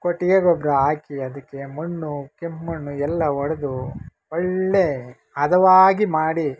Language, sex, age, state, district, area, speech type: Kannada, male, 45-60, Karnataka, Bangalore Rural, rural, spontaneous